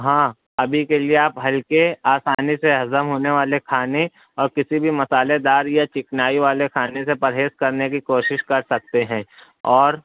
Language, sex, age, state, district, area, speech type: Urdu, male, 60+, Maharashtra, Nashik, urban, conversation